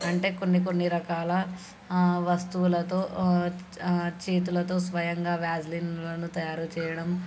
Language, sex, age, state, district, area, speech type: Telugu, female, 18-30, Andhra Pradesh, Krishna, urban, spontaneous